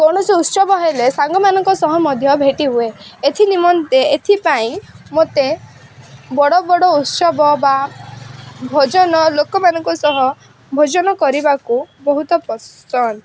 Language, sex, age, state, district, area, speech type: Odia, female, 18-30, Odisha, Rayagada, rural, spontaneous